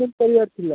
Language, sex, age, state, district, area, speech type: Odia, male, 45-60, Odisha, Khordha, rural, conversation